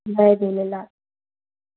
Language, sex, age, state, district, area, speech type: Sindhi, female, 18-30, Gujarat, Surat, urban, conversation